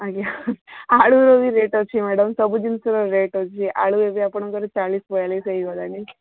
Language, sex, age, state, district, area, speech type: Odia, female, 45-60, Odisha, Sundergarh, rural, conversation